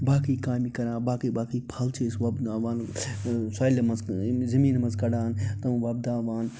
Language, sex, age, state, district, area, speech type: Kashmiri, male, 30-45, Jammu and Kashmir, Budgam, rural, spontaneous